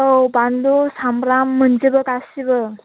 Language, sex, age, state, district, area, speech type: Bodo, female, 45-60, Assam, Chirang, rural, conversation